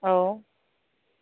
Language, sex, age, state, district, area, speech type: Bodo, female, 45-60, Assam, Kokrajhar, rural, conversation